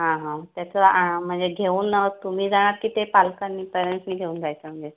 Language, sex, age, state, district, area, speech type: Marathi, female, 30-45, Maharashtra, Ratnagiri, rural, conversation